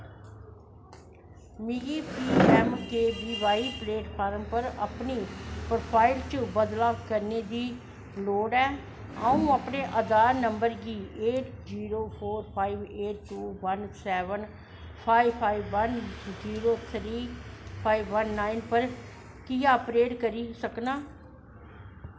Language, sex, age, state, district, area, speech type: Dogri, male, 45-60, Jammu and Kashmir, Jammu, urban, read